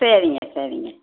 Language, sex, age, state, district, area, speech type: Tamil, female, 60+, Tamil Nadu, Tiruchirappalli, urban, conversation